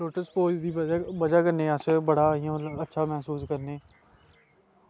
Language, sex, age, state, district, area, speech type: Dogri, male, 18-30, Jammu and Kashmir, Samba, rural, spontaneous